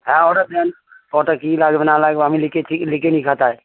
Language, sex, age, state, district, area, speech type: Bengali, male, 45-60, West Bengal, Darjeeling, rural, conversation